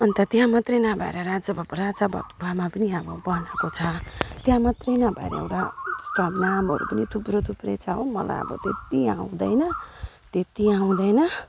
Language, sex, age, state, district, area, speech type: Nepali, female, 45-60, West Bengal, Alipurduar, urban, spontaneous